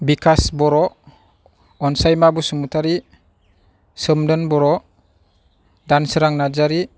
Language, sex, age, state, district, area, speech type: Bodo, male, 30-45, Assam, Chirang, urban, spontaneous